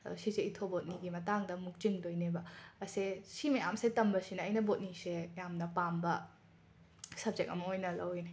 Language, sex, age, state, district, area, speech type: Manipuri, female, 18-30, Manipur, Imphal West, urban, spontaneous